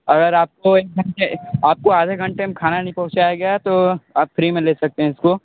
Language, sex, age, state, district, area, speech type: Hindi, male, 30-45, Uttar Pradesh, Sonbhadra, rural, conversation